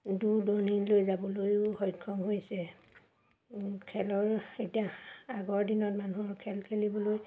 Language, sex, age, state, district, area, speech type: Assamese, female, 30-45, Assam, Golaghat, urban, spontaneous